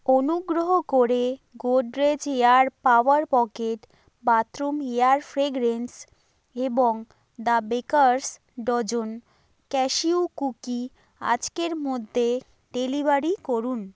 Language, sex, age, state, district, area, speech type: Bengali, female, 30-45, West Bengal, South 24 Parganas, rural, read